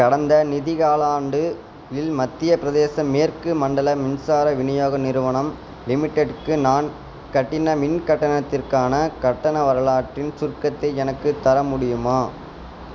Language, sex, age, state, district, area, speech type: Tamil, male, 18-30, Tamil Nadu, Namakkal, rural, read